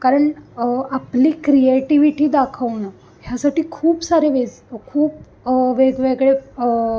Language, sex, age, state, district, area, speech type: Marathi, female, 18-30, Maharashtra, Sangli, urban, spontaneous